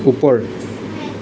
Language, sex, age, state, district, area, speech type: Assamese, male, 18-30, Assam, Nagaon, rural, read